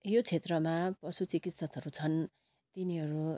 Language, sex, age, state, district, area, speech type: Nepali, female, 45-60, West Bengal, Darjeeling, rural, spontaneous